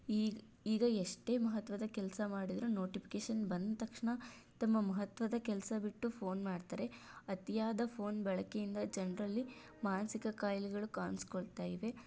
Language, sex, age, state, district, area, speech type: Kannada, female, 30-45, Karnataka, Tumkur, rural, spontaneous